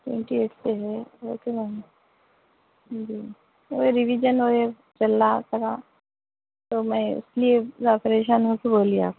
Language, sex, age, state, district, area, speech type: Urdu, female, 30-45, Telangana, Hyderabad, urban, conversation